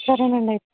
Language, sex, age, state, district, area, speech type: Telugu, female, 45-60, Andhra Pradesh, East Godavari, rural, conversation